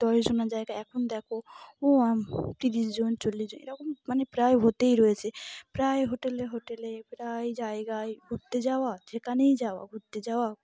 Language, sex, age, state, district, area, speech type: Bengali, female, 30-45, West Bengal, Cooch Behar, urban, spontaneous